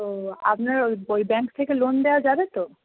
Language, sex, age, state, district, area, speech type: Bengali, female, 18-30, West Bengal, Howrah, urban, conversation